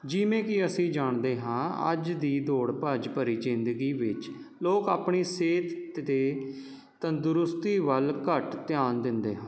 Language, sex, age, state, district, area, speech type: Punjabi, male, 30-45, Punjab, Jalandhar, urban, spontaneous